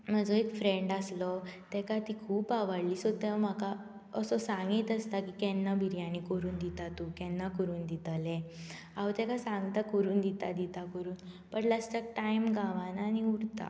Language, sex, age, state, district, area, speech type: Goan Konkani, female, 18-30, Goa, Bardez, rural, spontaneous